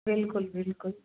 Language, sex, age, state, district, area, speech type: Hindi, female, 30-45, Rajasthan, Karauli, urban, conversation